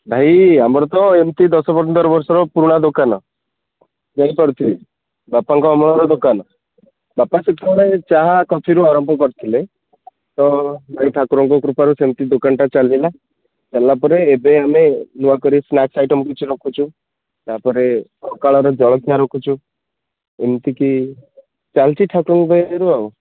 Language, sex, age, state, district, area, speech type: Odia, male, 18-30, Odisha, Kendrapara, urban, conversation